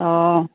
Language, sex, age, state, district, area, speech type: Assamese, female, 60+, Assam, Charaideo, urban, conversation